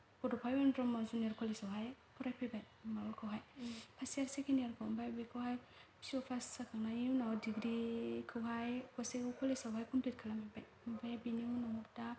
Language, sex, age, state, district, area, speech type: Bodo, female, 18-30, Assam, Kokrajhar, rural, spontaneous